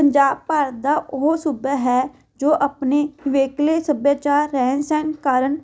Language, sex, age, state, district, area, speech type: Punjabi, female, 18-30, Punjab, Fatehgarh Sahib, rural, spontaneous